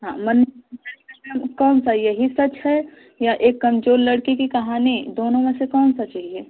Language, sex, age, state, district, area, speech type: Hindi, female, 18-30, Uttar Pradesh, Azamgarh, rural, conversation